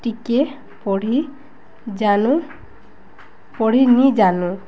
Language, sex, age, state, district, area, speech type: Odia, female, 18-30, Odisha, Balangir, urban, spontaneous